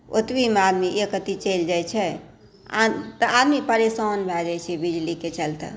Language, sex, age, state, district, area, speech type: Maithili, female, 60+, Bihar, Saharsa, rural, spontaneous